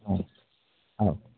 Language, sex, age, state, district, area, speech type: Maithili, male, 60+, Bihar, Samastipur, urban, conversation